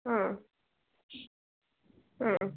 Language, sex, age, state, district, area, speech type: Kannada, female, 18-30, Karnataka, Kolar, rural, conversation